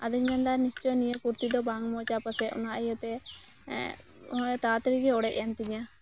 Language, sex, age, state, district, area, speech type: Santali, female, 30-45, West Bengal, Birbhum, rural, spontaneous